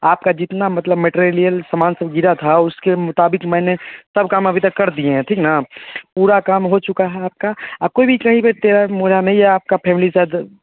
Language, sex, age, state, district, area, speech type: Hindi, male, 30-45, Bihar, Darbhanga, rural, conversation